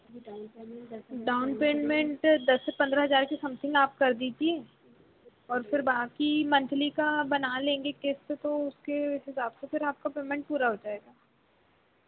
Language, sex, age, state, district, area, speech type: Hindi, female, 18-30, Madhya Pradesh, Chhindwara, urban, conversation